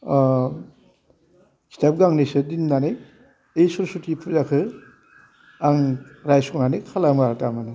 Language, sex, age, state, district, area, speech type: Bodo, male, 60+, Assam, Baksa, rural, spontaneous